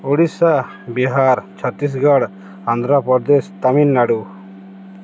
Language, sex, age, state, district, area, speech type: Odia, male, 45-60, Odisha, Balangir, urban, spontaneous